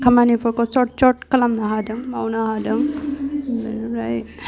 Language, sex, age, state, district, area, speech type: Bodo, female, 30-45, Assam, Udalguri, urban, spontaneous